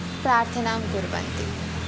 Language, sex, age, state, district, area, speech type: Sanskrit, female, 18-30, West Bengal, Jalpaiguri, urban, spontaneous